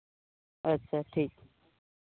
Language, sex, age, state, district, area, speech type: Santali, male, 30-45, Jharkhand, Seraikela Kharsawan, rural, conversation